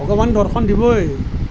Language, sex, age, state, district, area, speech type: Assamese, male, 60+, Assam, Nalbari, rural, spontaneous